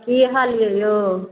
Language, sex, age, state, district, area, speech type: Maithili, female, 30-45, Bihar, Darbhanga, rural, conversation